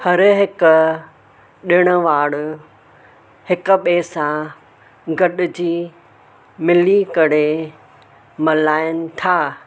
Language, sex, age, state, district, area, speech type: Sindhi, female, 60+, Maharashtra, Mumbai Suburban, urban, spontaneous